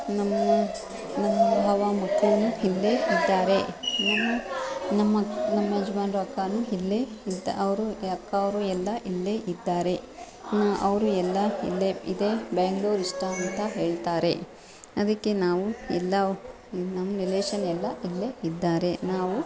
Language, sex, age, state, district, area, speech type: Kannada, female, 45-60, Karnataka, Bangalore Urban, urban, spontaneous